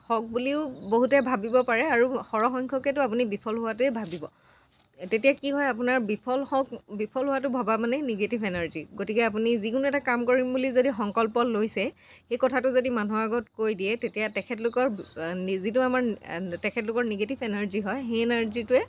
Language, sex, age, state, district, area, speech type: Assamese, female, 60+, Assam, Dhemaji, rural, spontaneous